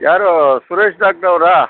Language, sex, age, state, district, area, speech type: Kannada, male, 60+, Karnataka, Dakshina Kannada, rural, conversation